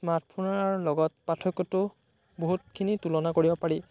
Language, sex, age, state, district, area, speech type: Assamese, male, 18-30, Assam, Sonitpur, rural, spontaneous